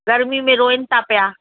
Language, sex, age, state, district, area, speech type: Sindhi, female, 45-60, Delhi, South Delhi, urban, conversation